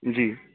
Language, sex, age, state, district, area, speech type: Urdu, male, 18-30, Uttar Pradesh, Saharanpur, urban, conversation